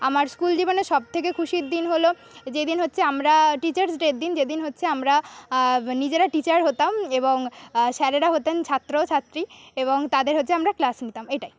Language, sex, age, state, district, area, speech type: Bengali, female, 18-30, West Bengal, Paschim Medinipur, rural, spontaneous